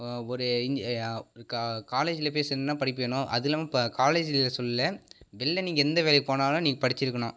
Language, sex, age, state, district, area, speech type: Tamil, male, 30-45, Tamil Nadu, Tiruvarur, urban, spontaneous